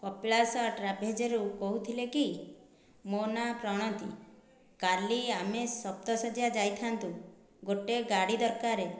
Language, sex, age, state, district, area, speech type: Odia, female, 30-45, Odisha, Dhenkanal, rural, spontaneous